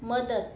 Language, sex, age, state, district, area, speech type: Marathi, female, 30-45, Maharashtra, Yavatmal, rural, read